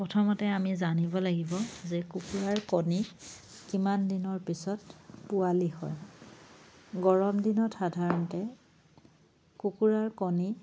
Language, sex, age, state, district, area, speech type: Assamese, female, 30-45, Assam, Charaideo, rural, spontaneous